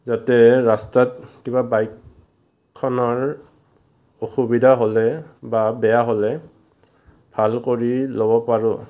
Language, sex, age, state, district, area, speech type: Assamese, male, 18-30, Assam, Morigaon, rural, spontaneous